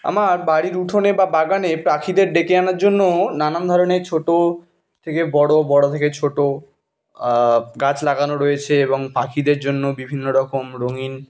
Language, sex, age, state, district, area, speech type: Bengali, male, 18-30, West Bengal, Bankura, urban, spontaneous